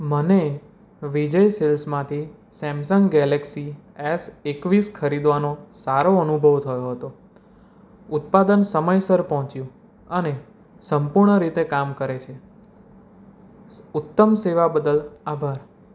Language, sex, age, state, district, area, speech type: Gujarati, male, 18-30, Gujarat, Anand, urban, read